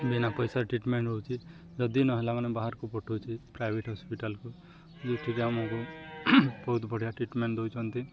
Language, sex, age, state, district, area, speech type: Odia, male, 30-45, Odisha, Nuapada, urban, spontaneous